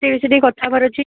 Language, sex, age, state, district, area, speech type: Odia, female, 18-30, Odisha, Rayagada, rural, conversation